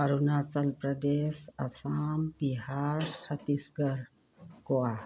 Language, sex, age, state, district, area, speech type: Manipuri, female, 60+, Manipur, Tengnoupal, rural, spontaneous